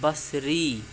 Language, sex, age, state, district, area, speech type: Kashmiri, male, 18-30, Jammu and Kashmir, Baramulla, urban, read